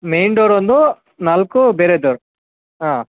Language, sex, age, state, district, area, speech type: Kannada, male, 18-30, Karnataka, Mandya, urban, conversation